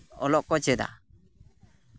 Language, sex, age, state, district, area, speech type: Santali, male, 30-45, West Bengal, Purulia, rural, spontaneous